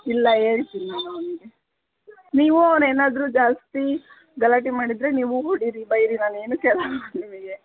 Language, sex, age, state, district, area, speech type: Kannada, female, 18-30, Karnataka, Davanagere, rural, conversation